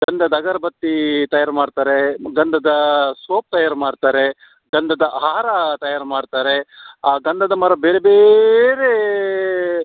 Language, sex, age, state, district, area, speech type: Kannada, male, 45-60, Karnataka, Udupi, rural, conversation